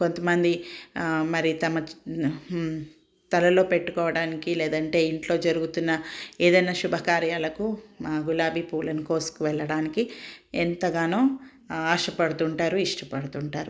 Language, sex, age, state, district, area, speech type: Telugu, female, 45-60, Telangana, Ranga Reddy, rural, spontaneous